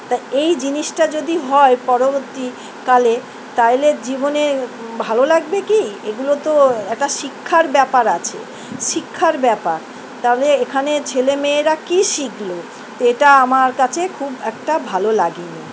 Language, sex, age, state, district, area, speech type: Bengali, female, 60+, West Bengal, Kolkata, urban, spontaneous